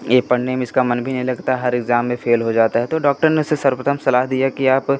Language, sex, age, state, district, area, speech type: Hindi, male, 18-30, Uttar Pradesh, Pratapgarh, urban, spontaneous